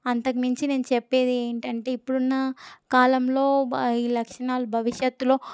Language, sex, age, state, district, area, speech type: Telugu, female, 18-30, Telangana, Medak, urban, spontaneous